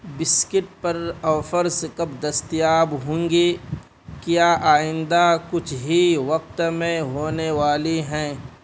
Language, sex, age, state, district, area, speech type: Urdu, male, 18-30, Bihar, Purnia, rural, read